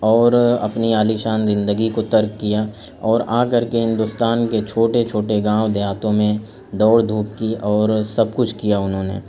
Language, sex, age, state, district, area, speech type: Urdu, male, 30-45, Uttar Pradesh, Azamgarh, rural, spontaneous